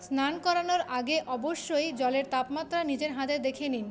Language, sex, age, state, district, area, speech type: Bengali, female, 30-45, West Bengal, Paschim Bardhaman, urban, spontaneous